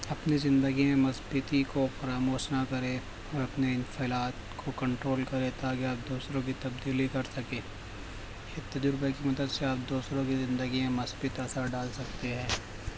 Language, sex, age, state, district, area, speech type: Urdu, male, 18-30, Maharashtra, Nashik, rural, spontaneous